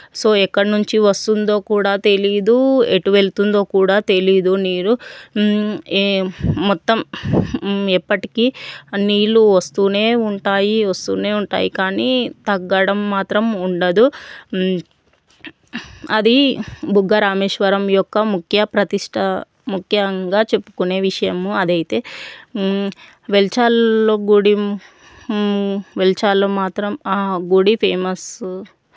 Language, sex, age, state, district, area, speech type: Telugu, female, 18-30, Telangana, Vikarabad, urban, spontaneous